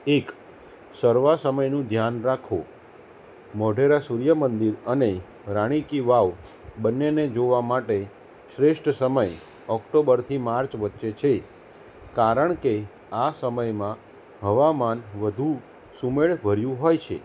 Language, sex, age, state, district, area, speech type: Gujarati, male, 30-45, Gujarat, Kheda, urban, spontaneous